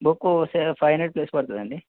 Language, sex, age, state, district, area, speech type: Telugu, male, 18-30, Telangana, Hanamkonda, urban, conversation